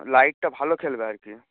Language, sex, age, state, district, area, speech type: Bengali, male, 18-30, West Bengal, Paschim Medinipur, urban, conversation